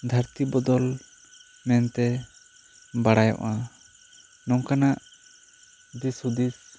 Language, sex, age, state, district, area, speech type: Santali, male, 18-30, West Bengal, Bankura, rural, spontaneous